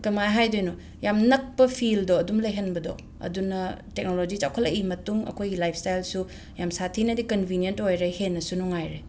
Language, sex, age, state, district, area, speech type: Manipuri, female, 30-45, Manipur, Imphal West, urban, spontaneous